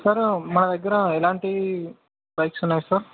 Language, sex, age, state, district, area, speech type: Telugu, male, 18-30, Telangana, Medchal, urban, conversation